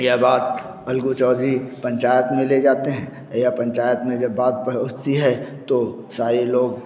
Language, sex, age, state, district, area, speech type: Hindi, male, 45-60, Uttar Pradesh, Bhadohi, urban, spontaneous